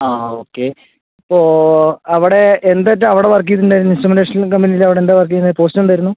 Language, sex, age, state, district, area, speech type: Malayalam, male, 18-30, Kerala, Palakkad, rural, conversation